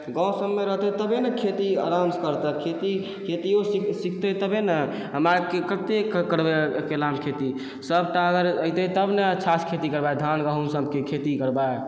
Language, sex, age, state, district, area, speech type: Maithili, male, 18-30, Bihar, Purnia, rural, spontaneous